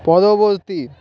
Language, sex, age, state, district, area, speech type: Bengali, male, 30-45, West Bengal, Purba Medinipur, rural, read